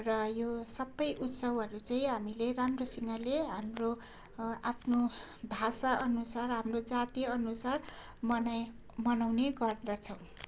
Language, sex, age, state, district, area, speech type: Nepali, female, 45-60, West Bengal, Darjeeling, rural, spontaneous